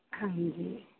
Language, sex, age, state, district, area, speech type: Punjabi, female, 30-45, Punjab, Mansa, urban, conversation